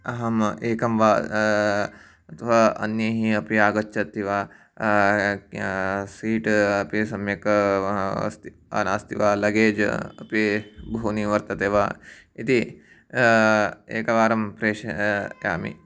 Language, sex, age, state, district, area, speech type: Sanskrit, male, 18-30, Karnataka, Uttara Kannada, rural, spontaneous